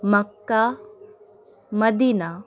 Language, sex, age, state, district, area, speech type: Bengali, female, 18-30, West Bengal, Howrah, urban, spontaneous